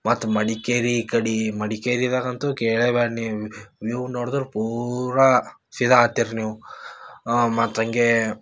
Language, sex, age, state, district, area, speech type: Kannada, male, 18-30, Karnataka, Gulbarga, urban, spontaneous